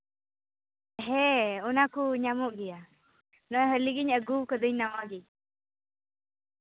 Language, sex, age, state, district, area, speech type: Santali, female, 18-30, West Bengal, Purba Bardhaman, rural, conversation